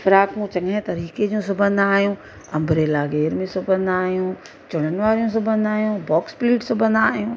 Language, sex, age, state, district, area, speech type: Sindhi, female, 45-60, Gujarat, Surat, urban, spontaneous